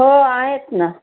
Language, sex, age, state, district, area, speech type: Marathi, female, 60+, Maharashtra, Nanded, urban, conversation